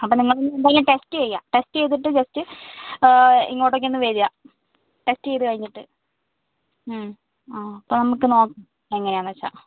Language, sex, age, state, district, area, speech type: Malayalam, female, 45-60, Kerala, Wayanad, rural, conversation